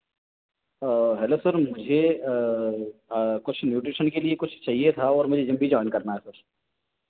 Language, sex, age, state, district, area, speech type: Hindi, male, 30-45, Madhya Pradesh, Hoshangabad, rural, conversation